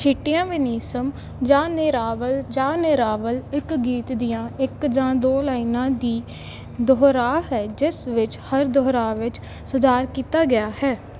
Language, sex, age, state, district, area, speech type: Punjabi, female, 18-30, Punjab, Kapurthala, urban, read